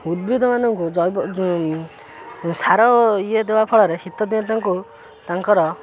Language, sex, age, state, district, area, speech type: Odia, male, 18-30, Odisha, Kendrapara, urban, spontaneous